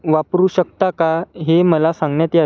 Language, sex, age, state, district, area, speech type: Marathi, male, 18-30, Maharashtra, Yavatmal, rural, spontaneous